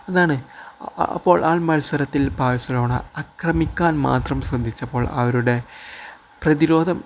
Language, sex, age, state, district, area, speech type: Malayalam, male, 18-30, Kerala, Kozhikode, rural, spontaneous